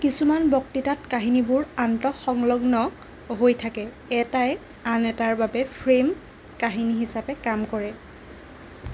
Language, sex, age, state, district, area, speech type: Assamese, female, 60+, Assam, Nagaon, rural, read